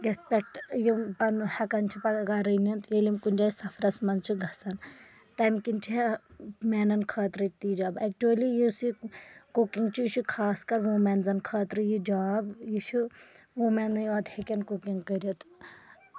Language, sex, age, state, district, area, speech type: Kashmiri, female, 18-30, Jammu and Kashmir, Anantnag, rural, spontaneous